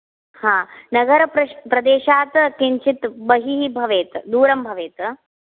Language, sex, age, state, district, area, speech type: Sanskrit, female, 18-30, Karnataka, Bagalkot, urban, conversation